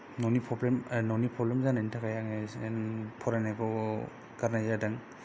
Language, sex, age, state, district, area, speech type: Bodo, male, 30-45, Assam, Kokrajhar, rural, spontaneous